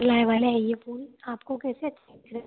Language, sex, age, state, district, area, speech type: Hindi, female, 18-30, Madhya Pradesh, Betul, rural, conversation